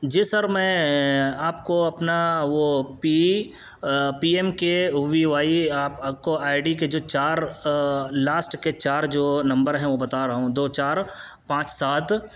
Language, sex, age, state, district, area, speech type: Urdu, male, 18-30, Uttar Pradesh, Siddharthnagar, rural, spontaneous